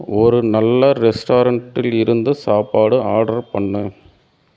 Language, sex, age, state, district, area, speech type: Tamil, male, 30-45, Tamil Nadu, Dharmapuri, urban, read